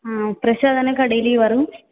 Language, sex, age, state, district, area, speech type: Tamil, female, 18-30, Tamil Nadu, Tiruvarur, rural, conversation